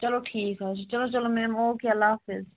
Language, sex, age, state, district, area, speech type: Kashmiri, female, 30-45, Jammu and Kashmir, Pulwama, rural, conversation